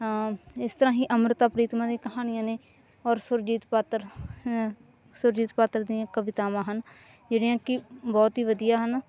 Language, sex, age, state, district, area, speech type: Punjabi, female, 18-30, Punjab, Bathinda, rural, spontaneous